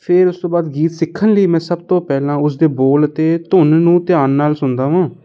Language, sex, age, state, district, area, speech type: Punjabi, male, 18-30, Punjab, Kapurthala, urban, spontaneous